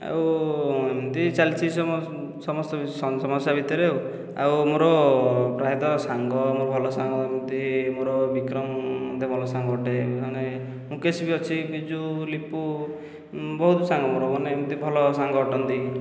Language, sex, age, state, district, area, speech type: Odia, male, 18-30, Odisha, Khordha, rural, spontaneous